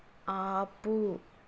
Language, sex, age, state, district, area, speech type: Telugu, female, 18-30, Andhra Pradesh, East Godavari, urban, read